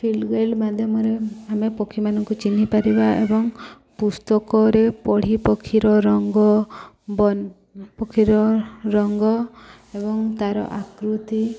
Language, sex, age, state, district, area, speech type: Odia, female, 30-45, Odisha, Subarnapur, urban, spontaneous